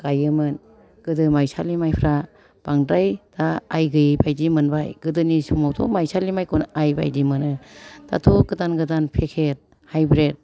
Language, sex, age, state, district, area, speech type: Bodo, female, 60+, Assam, Kokrajhar, rural, spontaneous